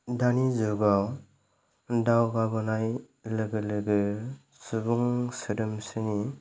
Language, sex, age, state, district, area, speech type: Bodo, male, 18-30, Assam, Chirang, rural, spontaneous